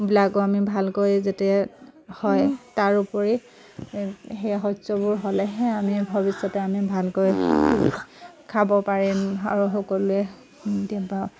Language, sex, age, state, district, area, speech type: Assamese, female, 30-45, Assam, Dhemaji, rural, spontaneous